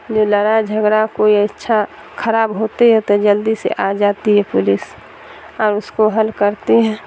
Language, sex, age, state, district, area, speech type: Urdu, female, 60+, Bihar, Darbhanga, rural, spontaneous